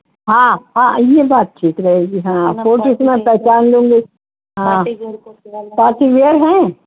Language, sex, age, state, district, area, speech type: Urdu, female, 60+, Uttar Pradesh, Rampur, urban, conversation